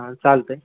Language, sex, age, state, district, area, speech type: Marathi, male, 18-30, Maharashtra, Beed, rural, conversation